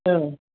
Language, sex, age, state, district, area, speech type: Bodo, female, 45-60, Assam, Kokrajhar, rural, conversation